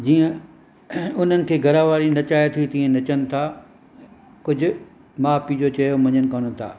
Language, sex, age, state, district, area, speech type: Sindhi, male, 45-60, Maharashtra, Thane, urban, spontaneous